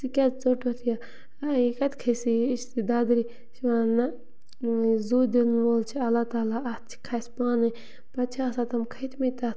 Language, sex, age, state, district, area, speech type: Kashmiri, female, 18-30, Jammu and Kashmir, Bandipora, rural, spontaneous